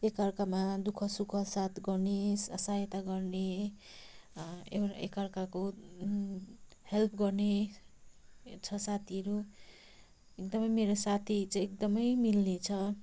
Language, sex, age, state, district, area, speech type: Nepali, female, 30-45, West Bengal, Kalimpong, rural, spontaneous